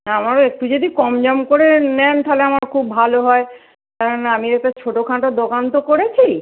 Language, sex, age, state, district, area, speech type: Bengali, female, 45-60, West Bengal, North 24 Parganas, urban, conversation